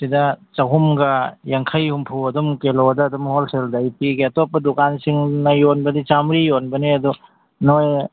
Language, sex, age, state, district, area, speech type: Manipuri, male, 45-60, Manipur, Imphal East, rural, conversation